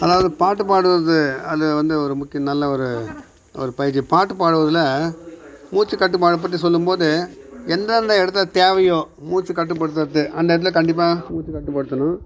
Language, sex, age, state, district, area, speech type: Tamil, male, 60+, Tamil Nadu, Viluppuram, rural, spontaneous